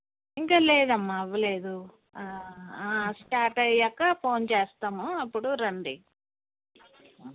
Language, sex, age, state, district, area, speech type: Telugu, female, 60+, Andhra Pradesh, Alluri Sitarama Raju, rural, conversation